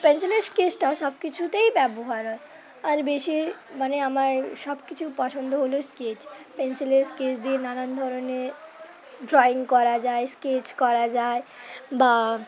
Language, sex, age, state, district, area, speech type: Bengali, female, 18-30, West Bengal, Hooghly, urban, spontaneous